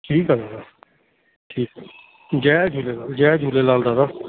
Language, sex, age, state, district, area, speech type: Sindhi, male, 60+, Delhi, South Delhi, rural, conversation